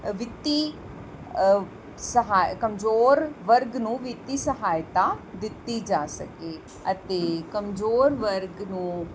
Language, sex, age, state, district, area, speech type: Punjabi, female, 45-60, Punjab, Ludhiana, rural, spontaneous